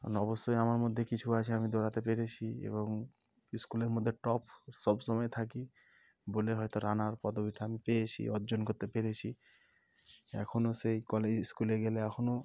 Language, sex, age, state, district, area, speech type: Bengali, male, 18-30, West Bengal, Murshidabad, urban, spontaneous